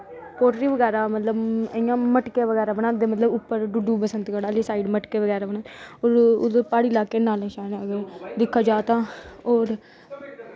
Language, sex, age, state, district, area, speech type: Dogri, female, 18-30, Jammu and Kashmir, Udhampur, rural, spontaneous